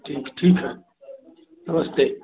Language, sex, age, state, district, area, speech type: Hindi, male, 60+, Uttar Pradesh, Chandauli, urban, conversation